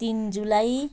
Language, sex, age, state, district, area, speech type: Nepali, female, 45-60, West Bengal, Jalpaiguri, rural, spontaneous